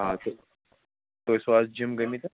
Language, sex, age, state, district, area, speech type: Kashmiri, male, 30-45, Jammu and Kashmir, Srinagar, urban, conversation